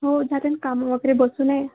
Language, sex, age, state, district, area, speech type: Marathi, female, 30-45, Maharashtra, Yavatmal, rural, conversation